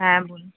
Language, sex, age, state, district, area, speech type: Bengali, female, 30-45, West Bengal, Kolkata, urban, conversation